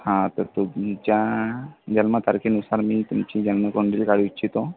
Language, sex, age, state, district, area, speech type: Marathi, male, 18-30, Maharashtra, Amravati, rural, conversation